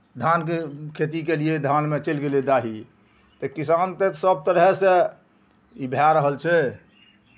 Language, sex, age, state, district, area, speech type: Maithili, male, 60+, Bihar, Araria, rural, spontaneous